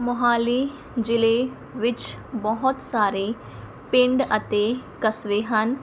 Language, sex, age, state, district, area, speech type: Punjabi, female, 30-45, Punjab, Mohali, rural, spontaneous